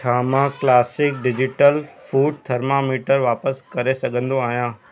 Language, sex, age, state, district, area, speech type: Sindhi, male, 30-45, Gujarat, Surat, urban, read